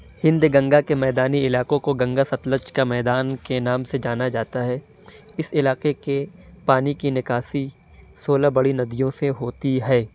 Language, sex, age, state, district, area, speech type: Urdu, male, 30-45, Uttar Pradesh, Lucknow, urban, read